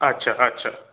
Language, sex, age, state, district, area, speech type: Bengali, male, 18-30, West Bengal, Purulia, urban, conversation